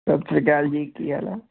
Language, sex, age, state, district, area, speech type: Punjabi, male, 18-30, Punjab, Hoshiarpur, rural, conversation